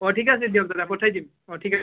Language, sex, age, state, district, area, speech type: Assamese, male, 18-30, Assam, Barpeta, rural, conversation